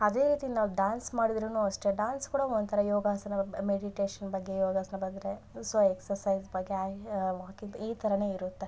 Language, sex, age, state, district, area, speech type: Kannada, female, 18-30, Karnataka, Bangalore Rural, rural, spontaneous